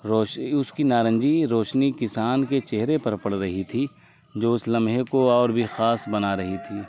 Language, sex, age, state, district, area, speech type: Urdu, male, 18-30, Uttar Pradesh, Azamgarh, rural, spontaneous